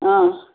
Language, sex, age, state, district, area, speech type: Assamese, female, 45-60, Assam, Biswanath, rural, conversation